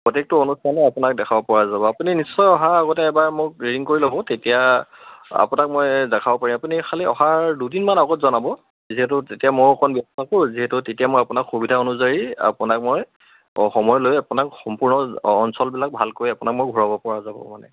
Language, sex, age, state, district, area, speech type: Assamese, male, 30-45, Assam, Charaideo, urban, conversation